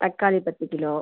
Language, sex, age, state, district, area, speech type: Tamil, female, 30-45, Tamil Nadu, Pudukkottai, rural, conversation